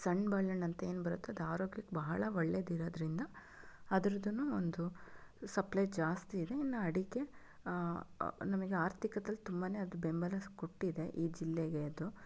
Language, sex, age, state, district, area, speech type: Kannada, female, 30-45, Karnataka, Chitradurga, urban, spontaneous